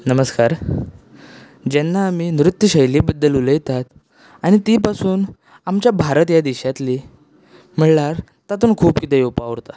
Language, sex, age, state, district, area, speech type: Goan Konkani, male, 18-30, Goa, Canacona, rural, spontaneous